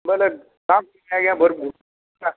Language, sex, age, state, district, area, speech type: Odia, male, 60+, Odisha, Bargarh, urban, conversation